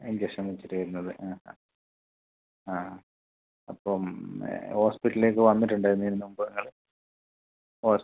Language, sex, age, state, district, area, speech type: Malayalam, male, 30-45, Kerala, Kasaragod, urban, conversation